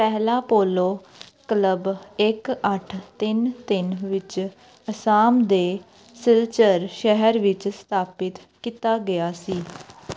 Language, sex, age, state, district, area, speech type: Punjabi, female, 18-30, Punjab, Pathankot, rural, read